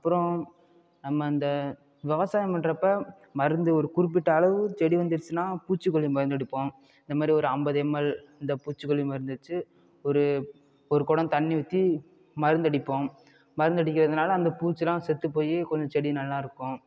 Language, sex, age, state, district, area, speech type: Tamil, male, 30-45, Tamil Nadu, Ariyalur, rural, spontaneous